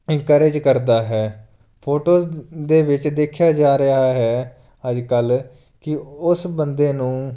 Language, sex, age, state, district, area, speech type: Punjabi, male, 18-30, Punjab, Fazilka, rural, spontaneous